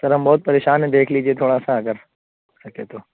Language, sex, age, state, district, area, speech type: Urdu, male, 60+, Uttar Pradesh, Lucknow, urban, conversation